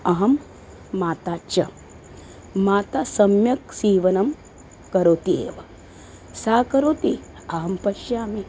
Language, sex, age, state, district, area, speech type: Sanskrit, female, 45-60, Maharashtra, Nagpur, urban, spontaneous